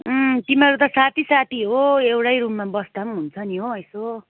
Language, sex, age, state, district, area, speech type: Nepali, female, 30-45, West Bengal, Kalimpong, rural, conversation